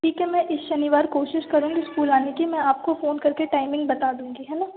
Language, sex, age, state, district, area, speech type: Hindi, female, 18-30, Madhya Pradesh, Jabalpur, urban, conversation